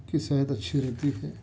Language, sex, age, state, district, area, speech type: Urdu, male, 45-60, Telangana, Hyderabad, urban, spontaneous